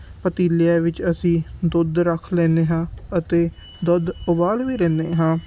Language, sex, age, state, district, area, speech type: Punjabi, male, 18-30, Punjab, Patiala, urban, spontaneous